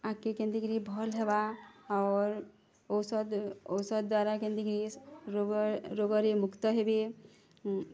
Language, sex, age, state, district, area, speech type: Odia, female, 30-45, Odisha, Bargarh, urban, spontaneous